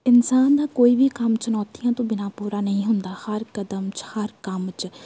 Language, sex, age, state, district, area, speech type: Punjabi, female, 18-30, Punjab, Tarn Taran, urban, spontaneous